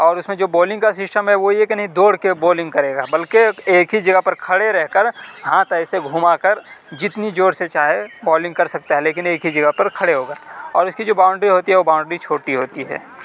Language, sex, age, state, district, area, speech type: Urdu, male, 45-60, Uttar Pradesh, Aligarh, rural, spontaneous